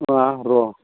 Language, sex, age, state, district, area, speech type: Bodo, male, 60+, Assam, Chirang, rural, conversation